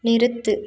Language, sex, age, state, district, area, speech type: Tamil, female, 18-30, Tamil Nadu, Nilgiris, rural, read